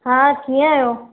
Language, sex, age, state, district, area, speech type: Sindhi, female, 30-45, Maharashtra, Mumbai Suburban, urban, conversation